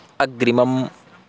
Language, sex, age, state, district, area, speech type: Sanskrit, male, 18-30, Karnataka, Chikkamagaluru, rural, read